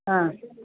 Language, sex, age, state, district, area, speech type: Tamil, female, 45-60, Tamil Nadu, Krishnagiri, rural, conversation